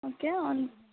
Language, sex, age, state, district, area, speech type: Kannada, female, 18-30, Karnataka, Davanagere, rural, conversation